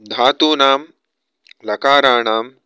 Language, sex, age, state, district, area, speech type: Sanskrit, male, 30-45, Karnataka, Bangalore Urban, urban, spontaneous